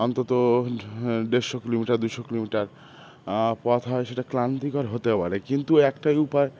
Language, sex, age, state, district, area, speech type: Bengali, male, 30-45, West Bengal, Howrah, urban, spontaneous